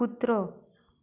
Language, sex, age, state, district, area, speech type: Goan Konkani, female, 18-30, Goa, Canacona, rural, read